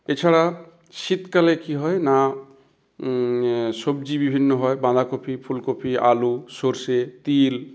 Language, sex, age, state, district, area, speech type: Bengali, male, 60+, West Bengal, South 24 Parganas, rural, spontaneous